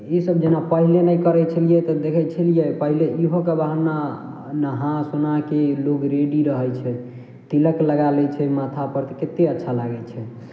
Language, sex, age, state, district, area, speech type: Maithili, male, 18-30, Bihar, Samastipur, rural, spontaneous